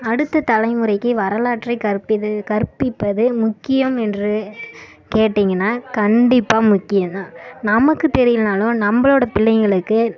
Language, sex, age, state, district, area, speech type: Tamil, female, 18-30, Tamil Nadu, Kallakurichi, rural, spontaneous